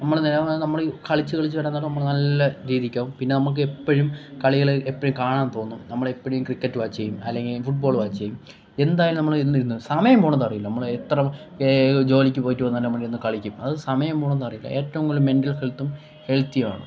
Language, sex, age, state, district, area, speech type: Malayalam, male, 18-30, Kerala, Kollam, rural, spontaneous